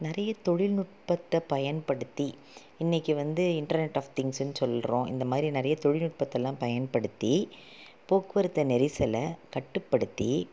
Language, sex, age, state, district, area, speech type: Tamil, female, 30-45, Tamil Nadu, Salem, urban, spontaneous